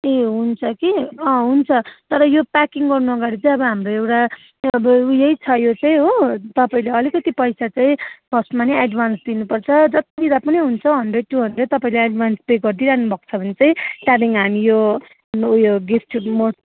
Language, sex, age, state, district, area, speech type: Nepali, female, 30-45, West Bengal, Jalpaiguri, urban, conversation